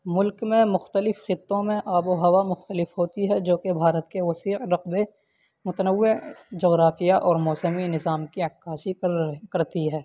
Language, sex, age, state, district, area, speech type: Urdu, male, 18-30, Uttar Pradesh, Saharanpur, urban, spontaneous